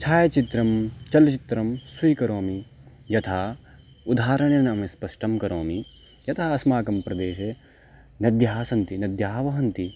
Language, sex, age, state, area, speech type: Sanskrit, male, 18-30, Uttarakhand, rural, spontaneous